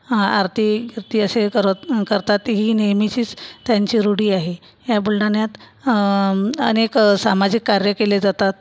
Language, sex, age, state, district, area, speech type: Marathi, female, 45-60, Maharashtra, Buldhana, rural, spontaneous